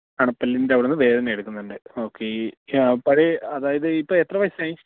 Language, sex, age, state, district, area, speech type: Malayalam, male, 18-30, Kerala, Wayanad, rural, conversation